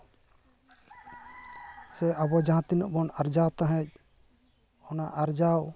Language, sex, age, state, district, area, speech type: Santali, male, 30-45, West Bengal, Jhargram, rural, spontaneous